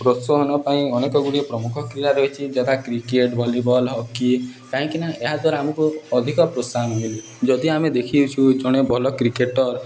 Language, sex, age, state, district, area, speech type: Odia, male, 18-30, Odisha, Nuapada, urban, spontaneous